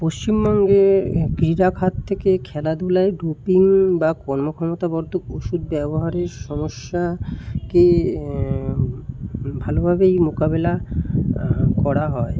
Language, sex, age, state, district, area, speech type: Bengali, male, 18-30, West Bengal, Kolkata, urban, spontaneous